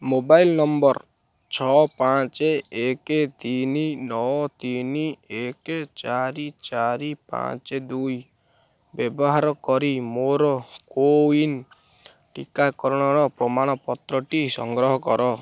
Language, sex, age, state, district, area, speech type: Odia, male, 18-30, Odisha, Kendrapara, urban, read